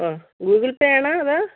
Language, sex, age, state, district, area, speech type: Malayalam, female, 30-45, Kerala, Thiruvananthapuram, rural, conversation